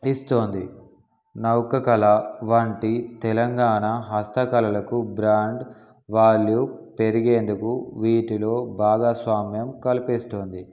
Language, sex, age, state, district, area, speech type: Telugu, male, 18-30, Telangana, Peddapalli, urban, spontaneous